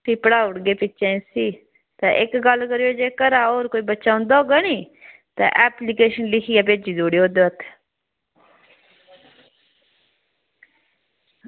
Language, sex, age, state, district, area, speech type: Dogri, female, 18-30, Jammu and Kashmir, Udhampur, rural, conversation